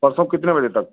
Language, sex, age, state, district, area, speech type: Hindi, male, 60+, Uttar Pradesh, Lucknow, rural, conversation